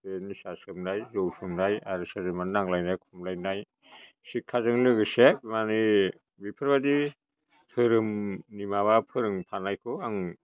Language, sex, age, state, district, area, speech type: Bodo, male, 60+, Assam, Chirang, rural, spontaneous